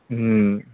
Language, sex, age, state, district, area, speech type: Bengali, male, 18-30, West Bengal, Darjeeling, urban, conversation